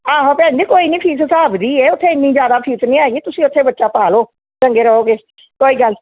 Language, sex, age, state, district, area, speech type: Punjabi, female, 60+, Punjab, Gurdaspur, urban, conversation